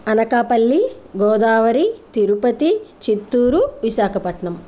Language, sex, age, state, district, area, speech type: Sanskrit, female, 45-60, Andhra Pradesh, Guntur, urban, spontaneous